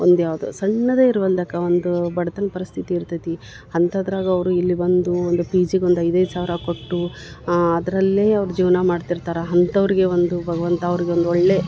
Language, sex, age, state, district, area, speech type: Kannada, female, 60+, Karnataka, Dharwad, rural, spontaneous